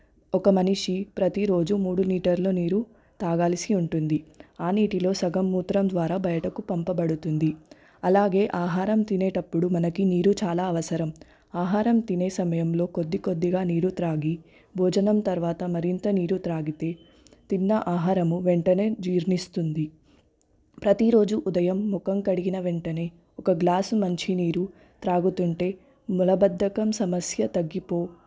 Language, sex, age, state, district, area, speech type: Telugu, female, 18-30, Telangana, Hyderabad, urban, spontaneous